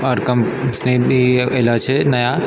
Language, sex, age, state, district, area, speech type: Maithili, male, 30-45, Bihar, Purnia, rural, spontaneous